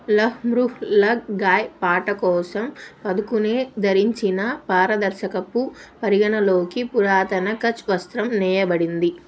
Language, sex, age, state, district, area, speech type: Telugu, female, 30-45, Andhra Pradesh, Nellore, urban, read